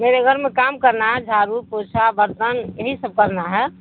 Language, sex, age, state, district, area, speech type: Urdu, female, 60+, Bihar, Supaul, rural, conversation